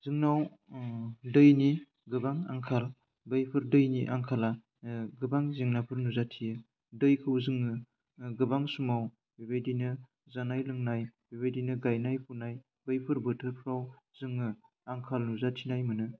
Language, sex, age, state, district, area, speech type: Bodo, male, 18-30, Assam, Udalguri, rural, spontaneous